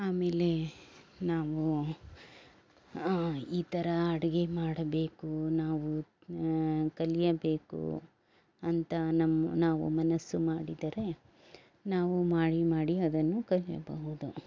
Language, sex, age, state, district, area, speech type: Kannada, female, 60+, Karnataka, Bangalore Urban, rural, spontaneous